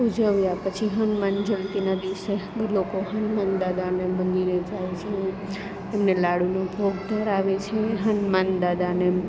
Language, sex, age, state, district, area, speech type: Gujarati, female, 30-45, Gujarat, Surat, urban, spontaneous